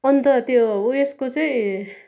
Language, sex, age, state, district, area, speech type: Nepali, female, 45-60, West Bengal, Darjeeling, rural, spontaneous